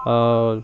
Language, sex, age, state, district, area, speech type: Urdu, male, 18-30, Bihar, Darbhanga, urban, spontaneous